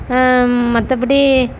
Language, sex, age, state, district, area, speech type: Tamil, female, 30-45, Tamil Nadu, Tiruvannamalai, urban, spontaneous